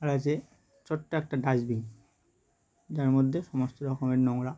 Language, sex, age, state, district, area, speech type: Bengali, male, 18-30, West Bengal, Uttar Dinajpur, urban, spontaneous